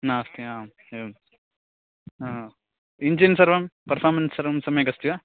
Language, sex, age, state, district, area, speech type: Sanskrit, male, 18-30, Karnataka, Belgaum, rural, conversation